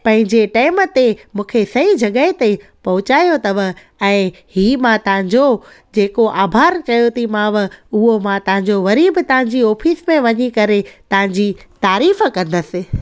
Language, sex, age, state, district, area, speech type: Sindhi, female, 30-45, Gujarat, Junagadh, rural, spontaneous